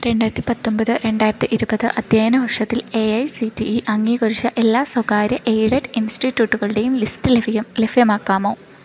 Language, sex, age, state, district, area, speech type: Malayalam, female, 18-30, Kerala, Idukki, rural, read